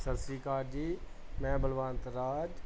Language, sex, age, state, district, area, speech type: Punjabi, male, 45-60, Punjab, Pathankot, rural, spontaneous